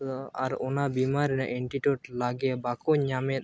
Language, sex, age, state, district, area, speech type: Santali, male, 18-30, Jharkhand, East Singhbhum, rural, spontaneous